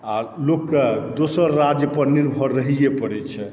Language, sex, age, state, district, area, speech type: Maithili, male, 45-60, Bihar, Supaul, rural, spontaneous